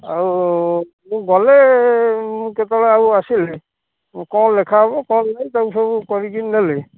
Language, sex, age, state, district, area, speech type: Odia, male, 30-45, Odisha, Jagatsinghpur, urban, conversation